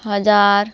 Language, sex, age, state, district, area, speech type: Marathi, female, 45-60, Maharashtra, Washim, rural, spontaneous